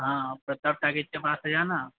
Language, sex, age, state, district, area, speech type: Hindi, male, 30-45, Madhya Pradesh, Harda, urban, conversation